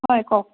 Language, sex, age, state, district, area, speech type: Assamese, female, 30-45, Assam, Lakhimpur, rural, conversation